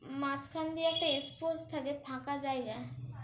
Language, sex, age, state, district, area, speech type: Bengali, female, 18-30, West Bengal, Dakshin Dinajpur, urban, spontaneous